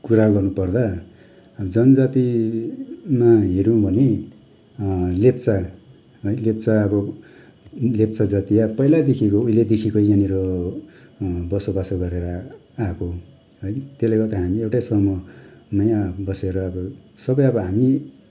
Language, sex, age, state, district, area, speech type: Nepali, male, 45-60, West Bengal, Kalimpong, rural, spontaneous